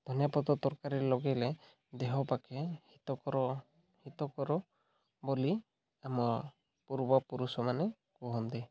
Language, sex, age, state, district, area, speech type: Odia, male, 30-45, Odisha, Mayurbhanj, rural, spontaneous